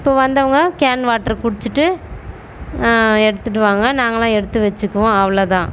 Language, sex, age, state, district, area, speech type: Tamil, female, 30-45, Tamil Nadu, Tiruvannamalai, urban, spontaneous